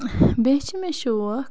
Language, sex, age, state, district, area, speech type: Kashmiri, female, 30-45, Jammu and Kashmir, Bandipora, rural, spontaneous